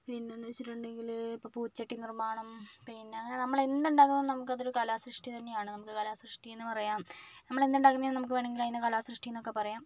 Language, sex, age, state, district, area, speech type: Malayalam, female, 30-45, Kerala, Kozhikode, urban, spontaneous